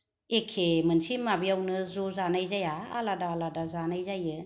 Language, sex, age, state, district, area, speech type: Bodo, female, 30-45, Assam, Kokrajhar, rural, spontaneous